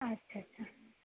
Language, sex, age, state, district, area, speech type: Bengali, female, 45-60, West Bengal, Purba Bardhaman, urban, conversation